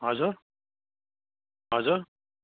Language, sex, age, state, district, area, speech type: Nepali, male, 30-45, West Bengal, Darjeeling, rural, conversation